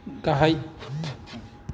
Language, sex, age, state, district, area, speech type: Bodo, male, 45-60, Assam, Kokrajhar, urban, read